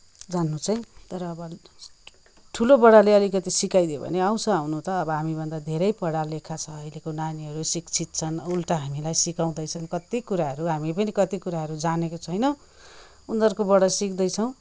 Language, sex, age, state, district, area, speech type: Nepali, female, 45-60, West Bengal, Kalimpong, rural, spontaneous